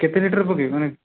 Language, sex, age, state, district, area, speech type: Odia, male, 18-30, Odisha, Khordha, rural, conversation